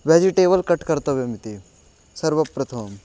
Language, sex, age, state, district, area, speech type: Sanskrit, male, 18-30, Delhi, Central Delhi, urban, spontaneous